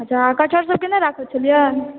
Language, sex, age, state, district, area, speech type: Maithili, male, 30-45, Bihar, Supaul, rural, conversation